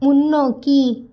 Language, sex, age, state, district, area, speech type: Tamil, female, 18-30, Tamil Nadu, Madurai, urban, read